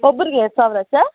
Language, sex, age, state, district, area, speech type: Kannada, female, 18-30, Karnataka, Kolar, rural, conversation